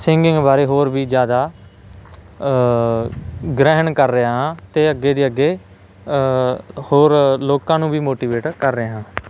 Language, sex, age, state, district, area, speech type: Punjabi, male, 18-30, Punjab, Mansa, urban, spontaneous